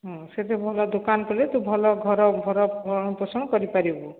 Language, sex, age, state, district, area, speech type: Odia, female, 45-60, Odisha, Sambalpur, rural, conversation